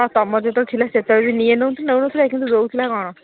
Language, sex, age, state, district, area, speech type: Odia, female, 60+, Odisha, Jharsuguda, rural, conversation